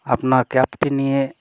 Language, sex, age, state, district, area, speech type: Bengali, male, 60+, West Bengal, Bankura, urban, spontaneous